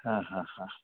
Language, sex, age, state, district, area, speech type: Marathi, male, 60+, Maharashtra, Mumbai Suburban, urban, conversation